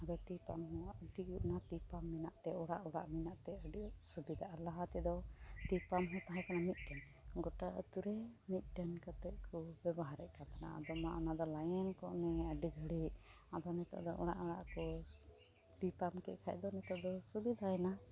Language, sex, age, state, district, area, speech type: Santali, female, 18-30, West Bengal, Uttar Dinajpur, rural, spontaneous